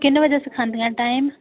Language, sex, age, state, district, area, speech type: Dogri, female, 18-30, Jammu and Kashmir, Udhampur, rural, conversation